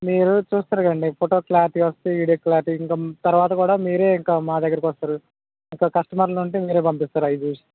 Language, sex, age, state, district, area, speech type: Telugu, male, 18-30, Telangana, Khammam, urban, conversation